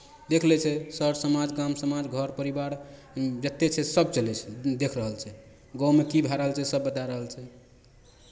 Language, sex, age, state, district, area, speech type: Maithili, male, 45-60, Bihar, Madhepura, rural, spontaneous